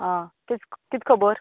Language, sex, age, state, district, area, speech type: Goan Konkani, female, 30-45, Goa, Canacona, rural, conversation